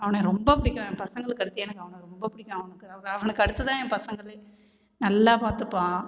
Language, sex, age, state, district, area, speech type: Tamil, female, 45-60, Tamil Nadu, Cuddalore, rural, spontaneous